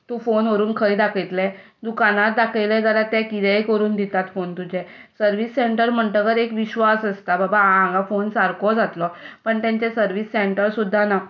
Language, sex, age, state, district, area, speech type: Goan Konkani, female, 30-45, Goa, Tiswadi, rural, spontaneous